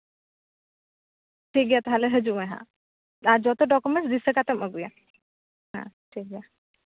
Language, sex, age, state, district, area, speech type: Santali, female, 18-30, West Bengal, Malda, rural, conversation